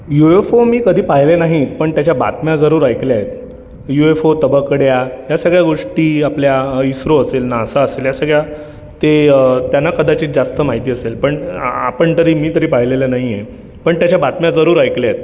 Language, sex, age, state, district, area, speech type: Marathi, male, 30-45, Maharashtra, Ratnagiri, urban, spontaneous